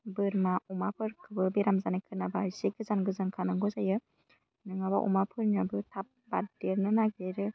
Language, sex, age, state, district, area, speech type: Bodo, female, 30-45, Assam, Baksa, rural, spontaneous